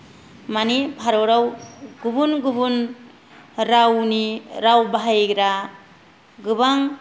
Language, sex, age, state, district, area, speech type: Bodo, female, 45-60, Assam, Kokrajhar, rural, spontaneous